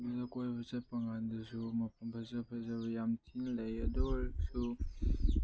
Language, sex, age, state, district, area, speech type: Manipuri, male, 18-30, Manipur, Chandel, rural, spontaneous